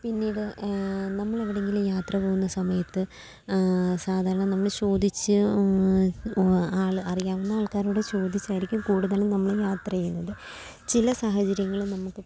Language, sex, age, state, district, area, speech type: Malayalam, female, 18-30, Kerala, Kollam, rural, spontaneous